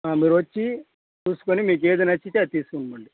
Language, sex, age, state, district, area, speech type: Telugu, male, 18-30, Andhra Pradesh, Sri Balaji, urban, conversation